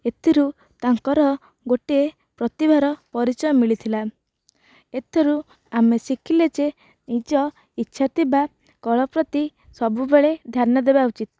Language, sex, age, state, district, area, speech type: Odia, female, 18-30, Odisha, Nayagarh, rural, spontaneous